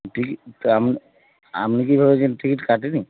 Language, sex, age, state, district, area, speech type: Bengali, male, 30-45, West Bengal, Darjeeling, rural, conversation